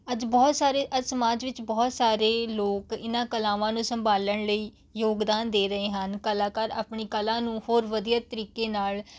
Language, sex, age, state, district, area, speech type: Punjabi, female, 18-30, Punjab, Rupnagar, rural, spontaneous